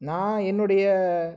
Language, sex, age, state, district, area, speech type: Tamil, male, 18-30, Tamil Nadu, Pudukkottai, rural, spontaneous